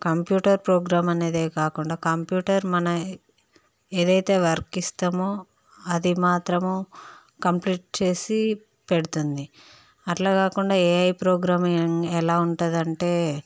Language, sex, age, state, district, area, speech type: Telugu, female, 30-45, Andhra Pradesh, Visakhapatnam, urban, spontaneous